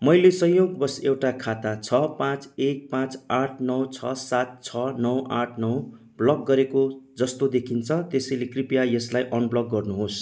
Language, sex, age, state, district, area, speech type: Nepali, male, 30-45, West Bengal, Kalimpong, rural, read